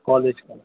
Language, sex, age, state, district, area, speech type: Urdu, male, 30-45, Telangana, Hyderabad, urban, conversation